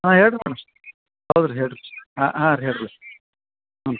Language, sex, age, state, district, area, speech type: Kannada, male, 45-60, Karnataka, Dharwad, rural, conversation